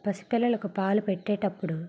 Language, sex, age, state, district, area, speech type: Telugu, female, 45-60, Andhra Pradesh, Vizianagaram, rural, spontaneous